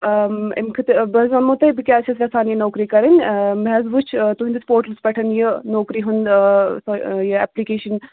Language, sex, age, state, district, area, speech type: Kashmiri, female, 18-30, Jammu and Kashmir, Bandipora, rural, conversation